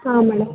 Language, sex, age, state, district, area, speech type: Kannada, female, 18-30, Karnataka, Vijayanagara, rural, conversation